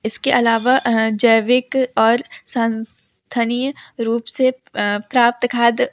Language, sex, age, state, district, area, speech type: Hindi, female, 18-30, Madhya Pradesh, Seoni, urban, spontaneous